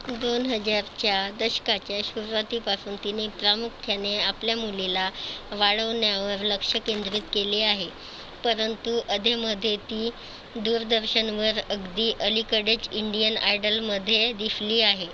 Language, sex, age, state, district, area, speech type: Marathi, female, 30-45, Maharashtra, Nagpur, urban, read